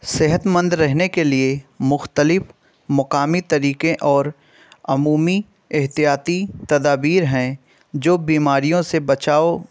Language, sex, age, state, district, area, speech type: Urdu, male, 18-30, Uttar Pradesh, Balrampur, rural, spontaneous